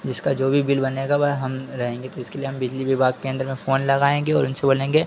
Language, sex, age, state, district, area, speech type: Hindi, male, 30-45, Madhya Pradesh, Harda, urban, spontaneous